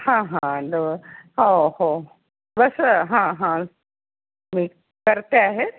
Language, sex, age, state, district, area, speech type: Marathi, female, 60+, Maharashtra, Nagpur, urban, conversation